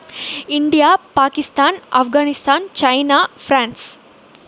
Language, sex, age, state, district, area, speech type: Tamil, female, 18-30, Tamil Nadu, Krishnagiri, rural, spontaneous